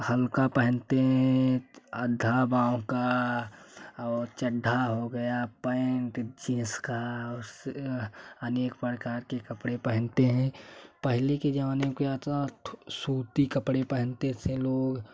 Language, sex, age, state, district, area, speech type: Hindi, male, 18-30, Uttar Pradesh, Jaunpur, rural, spontaneous